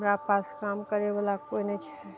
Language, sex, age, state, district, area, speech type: Maithili, female, 30-45, Bihar, Araria, rural, spontaneous